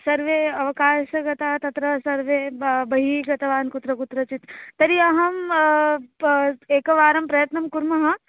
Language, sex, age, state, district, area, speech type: Sanskrit, female, 18-30, Maharashtra, Nagpur, urban, conversation